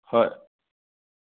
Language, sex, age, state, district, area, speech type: Assamese, male, 30-45, Assam, Sonitpur, rural, conversation